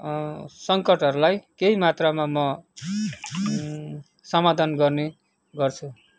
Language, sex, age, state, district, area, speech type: Nepali, male, 45-60, West Bengal, Kalimpong, rural, spontaneous